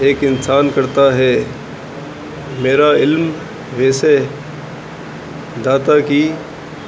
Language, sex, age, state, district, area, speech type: Urdu, male, 18-30, Uttar Pradesh, Rampur, urban, spontaneous